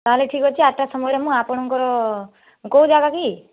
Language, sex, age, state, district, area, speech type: Odia, female, 18-30, Odisha, Boudh, rural, conversation